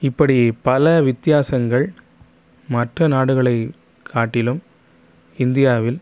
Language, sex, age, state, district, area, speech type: Tamil, male, 30-45, Tamil Nadu, Pudukkottai, rural, spontaneous